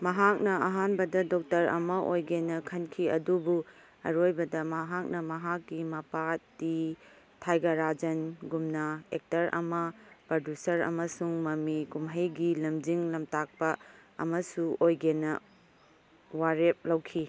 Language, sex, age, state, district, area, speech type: Manipuri, female, 30-45, Manipur, Kangpokpi, urban, read